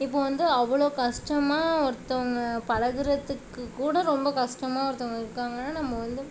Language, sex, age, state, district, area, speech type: Tamil, female, 45-60, Tamil Nadu, Tiruvarur, urban, spontaneous